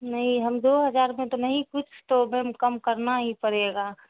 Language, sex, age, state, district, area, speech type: Urdu, female, 18-30, Bihar, Saharsa, rural, conversation